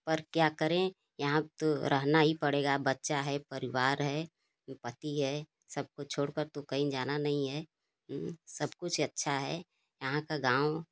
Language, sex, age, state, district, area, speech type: Hindi, female, 30-45, Uttar Pradesh, Ghazipur, rural, spontaneous